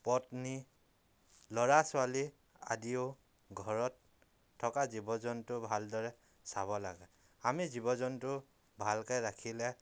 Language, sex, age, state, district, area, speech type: Assamese, male, 30-45, Assam, Dhemaji, rural, spontaneous